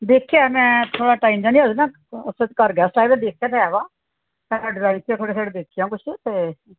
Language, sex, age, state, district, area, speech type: Punjabi, female, 60+, Punjab, Tarn Taran, urban, conversation